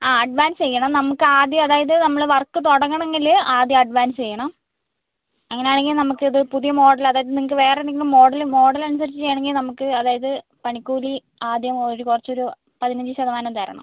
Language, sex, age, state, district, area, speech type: Malayalam, female, 45-60, Kerala, Wayanad, rural, conversation